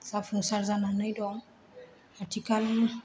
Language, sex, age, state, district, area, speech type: Bodo, female, 18-30, Assam, Chirang, rural, spontaneous